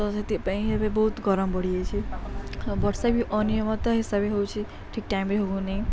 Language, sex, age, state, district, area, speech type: Odia, female, 18-30, Odisha, Subarnapur, urban, spontaneous